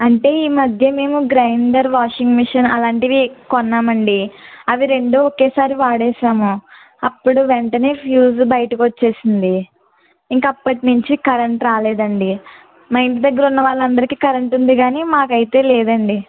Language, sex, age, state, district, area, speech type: Telugu, female, 30-45, Andhra Pradesh, West Godavari, rural, conversation